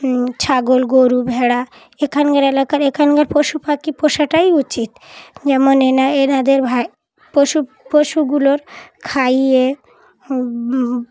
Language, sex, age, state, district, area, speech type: Bengali, female, 30-45, West Bengal, Dakshin Dinajpur, urban, spontaneous